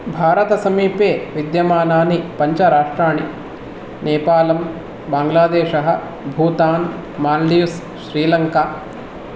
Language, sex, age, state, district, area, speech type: Sanskrit, male, 30-45, Karnataka, Bangalore Urban, urban, spontaneous